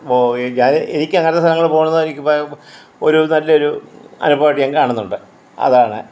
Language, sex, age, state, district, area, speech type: Malayalam, male, 60+, Kerala, Kottayam, rural, spontaneous